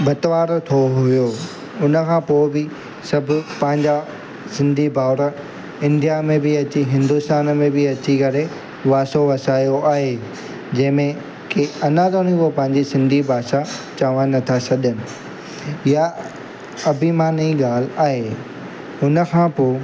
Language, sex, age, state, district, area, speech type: Sindhi, male, 18-30, Gujarat, Surat, urban, spontaneous